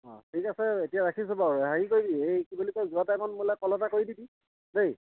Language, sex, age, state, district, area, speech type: Assamese, male, 30-45, Assam, Dhemaji, rural, conversation